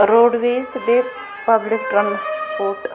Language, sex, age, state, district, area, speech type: Kashmiri, female, 30-45, Jammu and Kashmir, Bandipora, rural, spontaneous